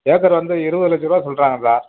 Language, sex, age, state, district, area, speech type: Tamil, male, 60+, Tamil Nadu, Perambalur, urban, conversation